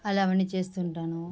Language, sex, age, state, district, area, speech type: Telugu, female, 30-45, Andhra Pradesh, Sri Balaji, rural, spontaneous